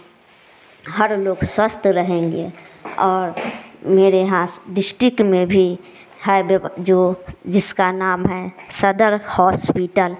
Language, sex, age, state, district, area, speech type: Hindi, female, 30-45, Bihar, Samastipur, rural, spontaneous